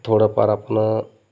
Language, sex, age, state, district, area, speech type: Marathi, male, 30-45, Maharashtra, Beed, rural, spontaneous